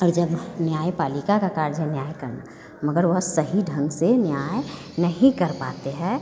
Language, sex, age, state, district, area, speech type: Hindi, female, 30-45, Bihar, Vaishali, urban, spontaneous